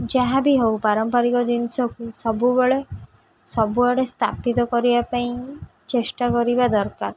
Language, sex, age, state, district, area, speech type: Odia, female, 30-45, Odisha, Kendrapara, urban, spontaneous